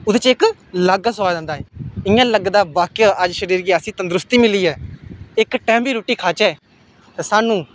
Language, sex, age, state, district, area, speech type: Dogri, male, 18-30, Jammu and Kashmir, Samba, rural, spontaneous